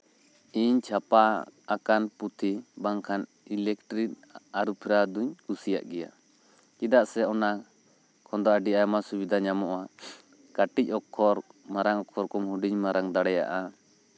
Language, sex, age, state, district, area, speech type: Santali, male, 30-45, West Bengal, Bankura, rural, spontaneous